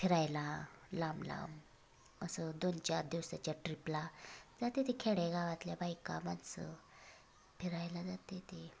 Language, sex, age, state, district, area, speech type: Marathi, female, 30-45, Maharashtra, Sangli, rural, spontaneous